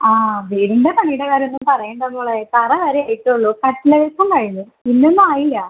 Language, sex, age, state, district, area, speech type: Malayalam, female, 18-30, Kerala, Ernakulam, rural, conversation